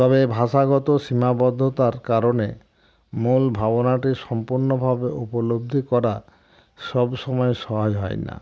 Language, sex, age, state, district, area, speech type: Bengali, male, 60+, West Bengal, Murshidabad, rural, spontaneous